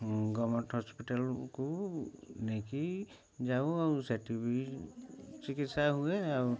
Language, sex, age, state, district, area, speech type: Odia, male, 30-45, Odisha, Mayurbhanj, rural, spontaneous